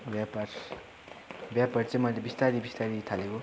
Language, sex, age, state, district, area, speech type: Nepali, male, 18-30, West Bengal, Darjeeling, rural, spontaneous